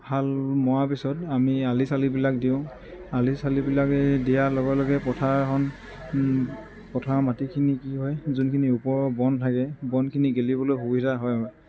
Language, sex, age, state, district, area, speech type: Assamese, male, 30-45, Assam, Tinsukia, rural, spontaneous